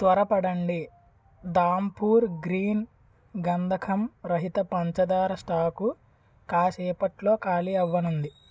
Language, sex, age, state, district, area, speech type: Telugu, male, 18-30, Andhra Pradesh, Konaseema, rural, read